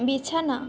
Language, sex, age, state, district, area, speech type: Bengali, female, 45-60, West Bengal, Purba Bardhaman, rural, read